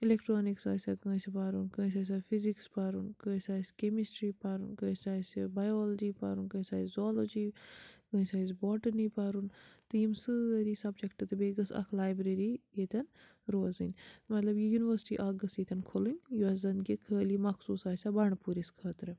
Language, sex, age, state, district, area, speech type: Kashmiri, female, 30-45, Jammu and Kashmir, Bandipora, rural, spontaneous